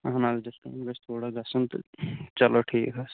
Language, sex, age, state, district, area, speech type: Kashmiri, male, 30-45, Jammu and Kashmir, Kulgam, rural, conversation